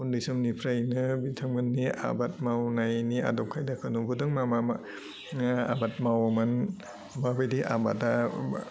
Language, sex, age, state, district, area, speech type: Bodo, male, 45-60, Assam, Udalguri, urban, spontaneous